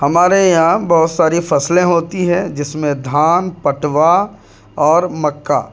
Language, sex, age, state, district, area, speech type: Urdu, male, 18-30, Bihar, Purnia, rural, spontaneous